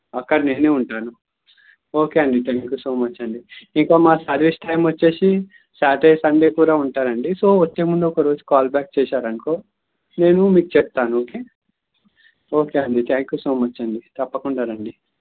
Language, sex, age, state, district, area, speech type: Telugu, male, 30-45, Andhra Pradesh, N T Rama Rao, rural, conversation